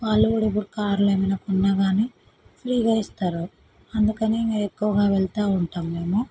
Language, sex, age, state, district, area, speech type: Telugu, female, 18-30, Telangana, Vikarabad, urban, spontaneous